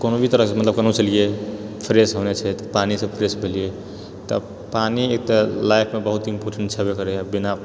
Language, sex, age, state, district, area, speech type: Maithili, male, 30-45, Bihar, Purnia, rural, spontaneous